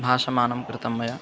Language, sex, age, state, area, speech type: Sanskrit, male, 18-30, Rajasthan, rural, spontaneous